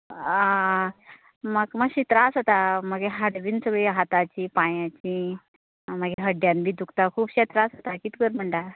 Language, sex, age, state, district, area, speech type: Goan Konkani, female, 30-45, Goa, Canacona, rural, conversation